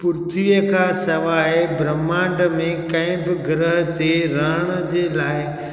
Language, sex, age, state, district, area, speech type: Sindhi, male, 45-60, Gujarat, Junagadh, rural, spontaneous